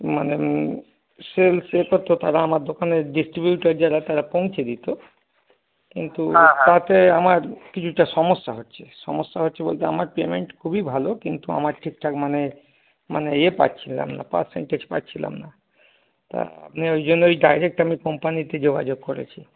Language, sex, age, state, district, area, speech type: Bengali, male, 45-60, West Bengal, Darjeeling, rural, conversation